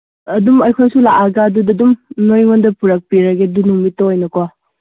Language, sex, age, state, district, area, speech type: Manipuri, female, 18-30, Manipur, Kangpokpi, urban, conversation